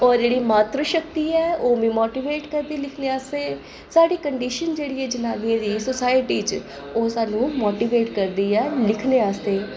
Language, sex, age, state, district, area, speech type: Dogri, female, 30-45, Jammu and Kashmir, Jammu, urban, spontaneous